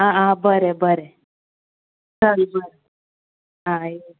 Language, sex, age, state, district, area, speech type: Goan Konkani, female, 18-30, Goa, Murmgao, rural, conversation